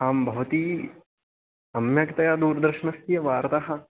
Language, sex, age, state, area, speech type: Sanskrit, male, 18-30, Haryana, rural, conversation